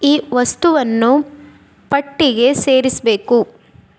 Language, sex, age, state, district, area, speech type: Kannada, female, 18-30, Karnataka, Bidar, rural, read